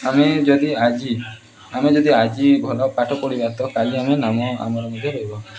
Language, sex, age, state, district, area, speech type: Odia, male, 18-30, Odisha, Nuapada, urban, spontaneous